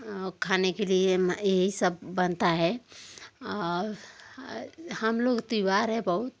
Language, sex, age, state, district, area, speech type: Hindi, female, 30-45, Uttar Pradesh, Ghazipur, rural, spontaneous